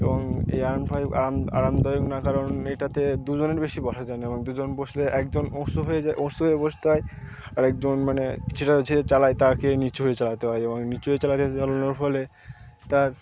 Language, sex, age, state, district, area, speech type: Bengali, male, 18-30, West Bengal, Birbhum, urban, spontaneous